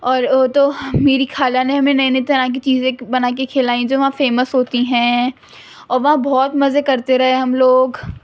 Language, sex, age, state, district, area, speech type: Urdu, female, 18-30, Delhi, Central Delhi, urban, spontaneous